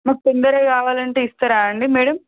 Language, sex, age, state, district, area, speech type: Telugu, female, 18-30, Telangana, Suryapet, urban, conversation